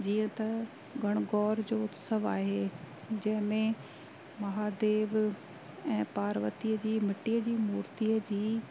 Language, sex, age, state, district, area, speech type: Sindhi, female, 45-60, Rajasthan, Ajmer, urban, spontaneous